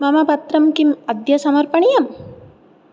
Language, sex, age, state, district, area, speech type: Sanskrit, female, 18-30, Odisha, Jajpur, rural, read